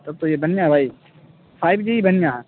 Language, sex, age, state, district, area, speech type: Urdu, male, 18-30, Bihar, Saharsa, rural, conversation